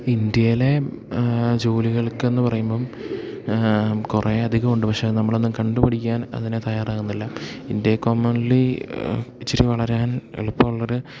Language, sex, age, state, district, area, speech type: Malayalam, male, 18-30, Kerala, Idukki, rural, spontaneous